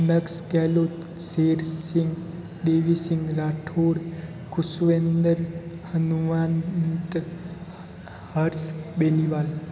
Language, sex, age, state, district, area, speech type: Hindi, male, 45-60, Rajasthan, Jodhpur, urban, spontaneous